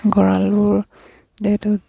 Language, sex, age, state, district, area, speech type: Assamese, female, 60+, Assam, Dibrugarh, rural, spontaneous